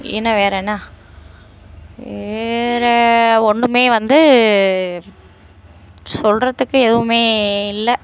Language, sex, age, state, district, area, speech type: Tamil, female, 30-45, Tamil Nadu, Thanjavur, urban, spontaneous